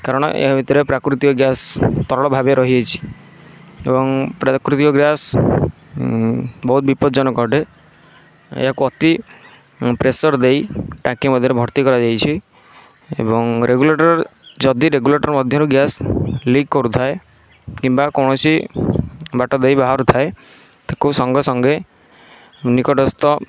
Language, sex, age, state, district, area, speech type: Odia, male, 18-30, Odisha, Kendrapara, urban, spontaneous